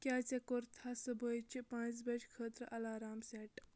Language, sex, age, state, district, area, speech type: Kashmiri, female, 18-30, Jammu and Kashmir, Kupwara, rural, read